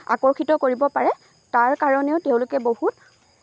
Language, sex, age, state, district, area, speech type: Assamese, female, 18-30, Assam, Lakhimpur, rural, spontaneous